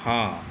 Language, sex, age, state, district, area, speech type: Maithili, male, 60+, Bihar, Saharsa, rural, spontaneous